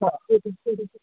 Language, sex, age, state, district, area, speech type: Odia, female, 45-60, Odisha, Sundergarh, rural, conversation